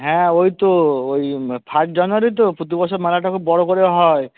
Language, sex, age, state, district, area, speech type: Bengali, male, 30-45, West Bengal, South 24 Parganas, rural, conversation